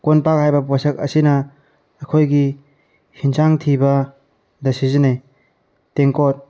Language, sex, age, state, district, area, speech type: Manipuri, male, 18-30, Manipur, Bishnupur, rural, spontaneous